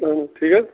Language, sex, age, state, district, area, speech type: Kashmiri, male, 30-45, Jammu and Kashmir, Bandipora, rural, conversation